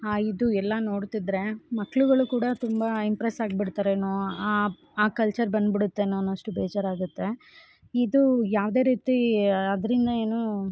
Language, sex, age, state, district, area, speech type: Kannada, female, 18-30, Karnataka, Chikkamagaluru, rural, spontaneous